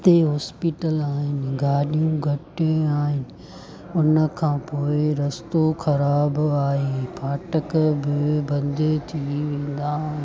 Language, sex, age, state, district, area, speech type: Sindhi, female, 30-45, Gujarat, Junagadh, rural, spontaneous